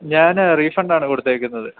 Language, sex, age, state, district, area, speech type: Malayalam, male, 18-30, Kerala, Idukki, urban, conversation